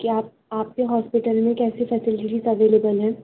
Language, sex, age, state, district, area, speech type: Urdu, female, 18-30, Delhi, North East Delhi, urban, conversation